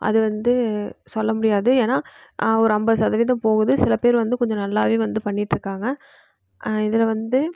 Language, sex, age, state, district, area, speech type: Tamil, female, 18-30, Tamil Nadu, Erode, rural, spontaneous